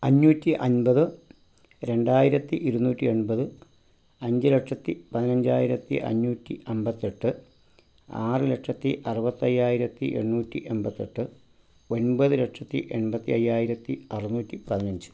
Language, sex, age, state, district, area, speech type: Malayalam, male, 45-60, Kerala, Pathanamthitta, rural, spontaneous